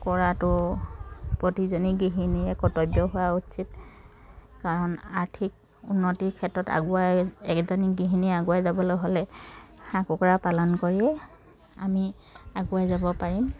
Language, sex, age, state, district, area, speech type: Assamese, female, 30-45, Assam, Charaideo, rural, spontaneous